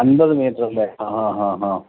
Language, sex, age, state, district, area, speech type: Malayalam, male, 45-60, Kerala, Kottayam, rural, conversation